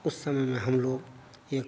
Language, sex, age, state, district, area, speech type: Hindi, male, 30-45, Bihar, Madhepura, rural, spontaneous